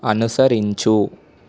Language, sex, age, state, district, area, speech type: Telugu, male, 18-30, Telangana, Sangareddy, urban, read